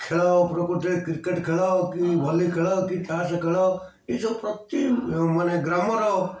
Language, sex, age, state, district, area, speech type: Odia, male, 45-60, Odisha, Kendrapara, urban, spontaneous